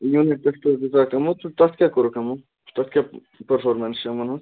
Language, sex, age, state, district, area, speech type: Kashmiri, male, 30-45, Jammu and Kashmir, Kupwara, urban, conversation